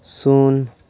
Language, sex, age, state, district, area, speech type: Santali, male, 18-30, Jharkhand, East Singhbhum, rural, read